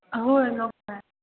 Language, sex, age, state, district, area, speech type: Marathi, female, 18-30, Maharashtra, Kolhapur, urban, conversation